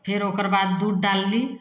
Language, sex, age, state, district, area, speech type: Maithili, female, 45-60, Bihar, Samastipur, rural, spontaneous